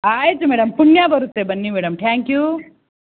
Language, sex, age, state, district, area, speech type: Kannada, female, 60+, Karnataka, Bangalore Rural, rural, conversation